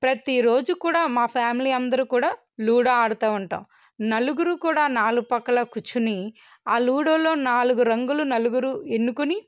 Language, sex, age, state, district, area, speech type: Telugu, female, 18-30, Andhra Pradesh, Guntur, rural, spontaneous